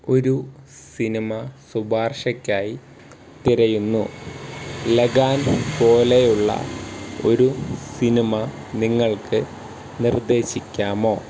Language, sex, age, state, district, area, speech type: Malayalam, male, 18-30, Kerala, Wayanad, rural, read